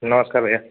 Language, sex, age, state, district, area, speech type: Hindi, male, 18-30, Uttar Pradesh, Azamgarh, rural, conversation